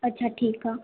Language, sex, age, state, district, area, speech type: Sindhi, female, 18-30, Madhya Pradesh, Katni, urban, conversation